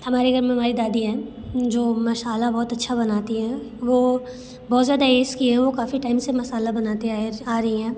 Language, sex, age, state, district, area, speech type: Hindi, female, 18-30, Uttar Pradesh, Bhadohi, rural, spontaneous